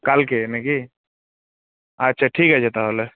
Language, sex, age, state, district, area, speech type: Bengali, male, 18-30, West Bengal, Murshidabad, urban, conversation